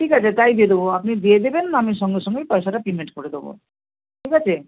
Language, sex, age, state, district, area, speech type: Bengali, female, 60+, West Bengal, Nadia, rural, conversation